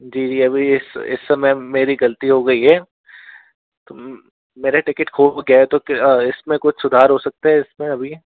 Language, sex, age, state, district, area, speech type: Hindi, male, 60+, Rajasthan, Jaipur, urban, conversation